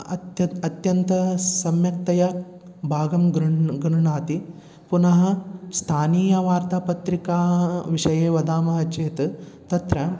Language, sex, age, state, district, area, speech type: Sanskrit, male, 18-30, Karnataka, Vijayanagara, rural, spontaneous